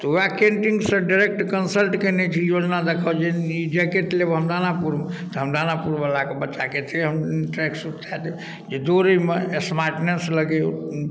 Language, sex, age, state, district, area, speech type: Maithili, male, 45-60, Bihar, Darbhanga, rural, spontaneous